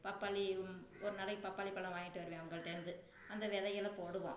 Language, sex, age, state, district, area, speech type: Tamil, female, 45-60, Tamil Nadu, Tiruchirappalli, rural, spontaneous